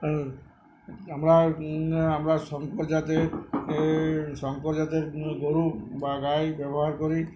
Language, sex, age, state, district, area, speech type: Bengali, male, 60+, West Bengal, Uttar Dinajpur, urban, spontaneous